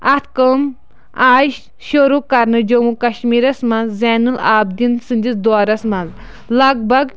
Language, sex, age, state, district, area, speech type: Kashmiri, female, 30-45, Jammu and Kashmir, Kulgam, rural, spontaneous